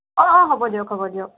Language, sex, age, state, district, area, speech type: Assamese, male, 18-30, Assam, Morigaon, rural, conversation